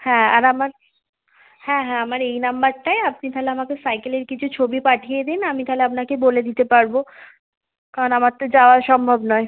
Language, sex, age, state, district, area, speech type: Bengali, female, 18-30, West Bengal, Bankura, urban, conversation